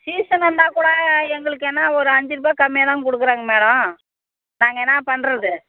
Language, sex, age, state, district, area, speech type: Tamil, female, 45-60, Tamil Nadu, Tirupattur, rural, conversation